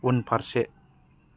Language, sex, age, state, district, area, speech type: Bodo, male, 30-45, Assam, Kokrajhar, urban, read